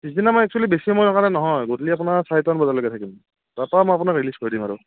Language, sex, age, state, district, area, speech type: Assamese, male, 45-60, Assam, Morigaon, rural, conversation